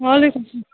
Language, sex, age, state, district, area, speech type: Kashmiri, female, 18-30, Jammu and Kashmir, Budgam, rural, conversation